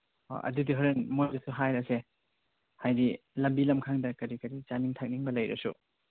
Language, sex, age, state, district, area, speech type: Manipuri, male, 30-45, Manipur, Chandel, rural, conversation